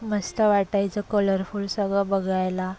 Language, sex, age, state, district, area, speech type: Marathi, female, 18-30, Maharashtra, Solapur, urban, spontaneous